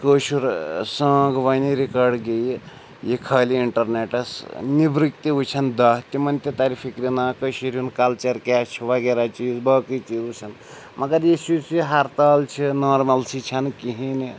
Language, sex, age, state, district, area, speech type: Kashmiri, male, 45-60, Jammu and Kashmir, Srinagar, urban, spontaneous